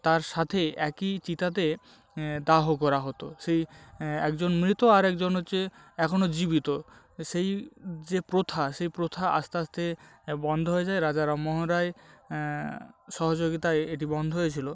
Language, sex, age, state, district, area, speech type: Bengali, male, 18-30, West Bengal, North 24 Parganas, rural, spontaneous